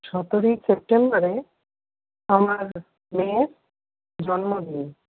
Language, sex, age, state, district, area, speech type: Bengali, female, 45-60, West Bengal, Paschim Bardhaman, urban, conversation